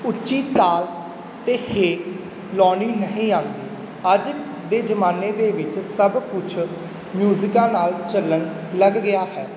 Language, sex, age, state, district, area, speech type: Punjabi, male, 18-30, Punjab, Mansa, rural, spontaneous